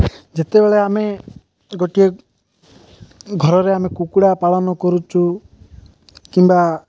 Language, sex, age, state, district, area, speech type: Odia, male, 18-30, Odisha, Nabarangpur, urban, spontaneous